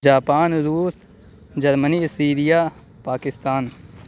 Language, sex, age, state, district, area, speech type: Urdu, male, 45-60, Uttar Pradesh, Aligarh, rural, spontaneous